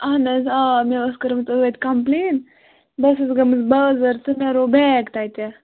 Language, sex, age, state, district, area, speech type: Kashmiri, female, 18-30, Jammu and Kashmir, Budgam, rural, conversation